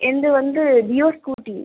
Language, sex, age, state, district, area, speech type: Tamil, female, 30-45, Tamil Nadu, Viluppuram, rural, conversation